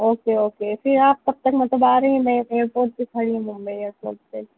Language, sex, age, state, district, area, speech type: Urdu, female, 18-30, Uttar Pradesh, Balrampur, rural, conversation